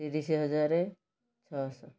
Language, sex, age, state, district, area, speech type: Odia, female, 60+, Odisha, Kendrapara, urban, spontaneous